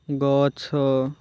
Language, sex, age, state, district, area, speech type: Odia, male, 30-45, Odisha, Balasore, rural, read